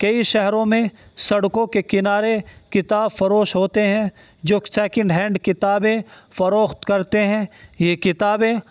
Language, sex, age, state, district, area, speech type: Urdu, male, 18-30, Uttar Pradesh, Saharanpur, urban, spontaneous